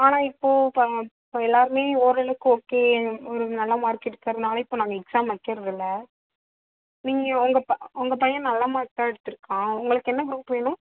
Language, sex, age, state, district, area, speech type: Tamil, female, 18-30, Tamil Nadu, Mayiladuthurai, urban, conversation